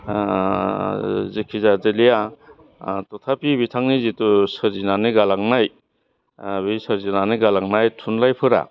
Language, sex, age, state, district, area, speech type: Bodo, male, 60+, Assam, Udalguri, urban, spontaneous